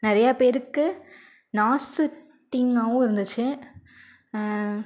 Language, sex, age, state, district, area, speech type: Tamil, female, 30-45, Tamil Nadu, Ariyalur, rural, spontaneous